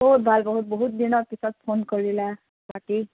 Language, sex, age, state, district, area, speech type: Assamese, female, 30-45, Assam, Sonitpur, rural, conversation